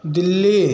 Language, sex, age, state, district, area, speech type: Hindi, male, 30-45, Uttar Pradesh, Bhadohi, urban, spontaneous